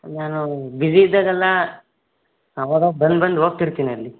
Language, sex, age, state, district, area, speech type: Kannada, male, 18-30, Karnataka, Davanagere, rural, conversation